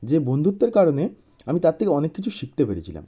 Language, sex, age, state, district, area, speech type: Bengali, male, 30-45, West Bengal, South 24 Parganas, rural, spontaneous